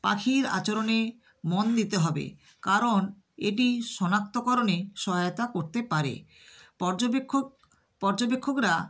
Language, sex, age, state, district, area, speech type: Bengali, female, 60+, West Bengal, Nadia, rural, spontaneous